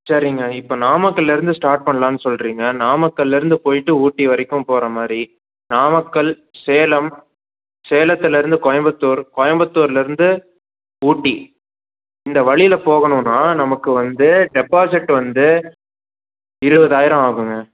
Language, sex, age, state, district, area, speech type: Tamil, male, 18-30, Tamil Nadu, Salem, urban, conversation